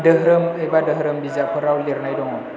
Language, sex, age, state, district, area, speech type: Bodo, male, 30-45, Assam, Chirang, rural, spontaneous